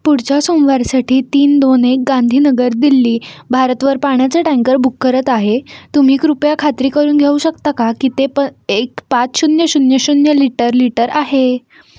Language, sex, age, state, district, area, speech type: Marathi, female, 18-30, Maharashtra, Kolhapur, urban, read